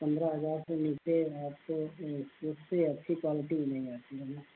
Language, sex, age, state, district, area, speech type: Hindi, male, 45-60, Uttar Pradesh, Sitapur, rural, conversation